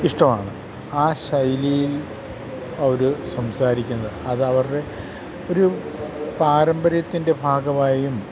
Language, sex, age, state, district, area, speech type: Malayalam, male, 45-60, Kerala, Kottayam, urban, spontaneous